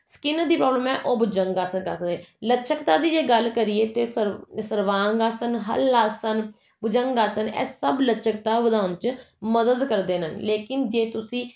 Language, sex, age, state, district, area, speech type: Punjabi, female, 30-45, Punjab, Jalandhar, urban, spontaneous